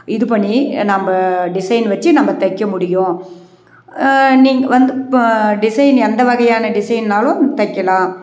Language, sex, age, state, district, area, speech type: Tamil, female, 60+, Tamil Nadu, Krishnagiri, rural, spontaneous